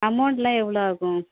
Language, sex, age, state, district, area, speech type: Tamil, female, 30-45, Tamil Nadu, Thanjavur, urban, conversation